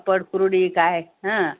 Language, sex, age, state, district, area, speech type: Marathi, female, 60+, Maharashtra, Nanded, rural, conversation